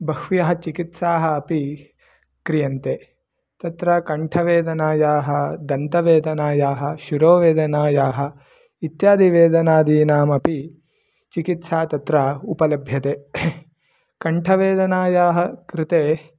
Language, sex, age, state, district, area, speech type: Sanskrit, male, 18-30, Karnataka, Mandya, rural, spontaneous